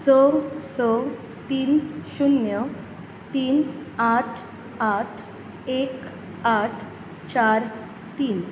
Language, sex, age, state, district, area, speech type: Goan Konkani, female, 30-45, Goa, Bardez, urban, read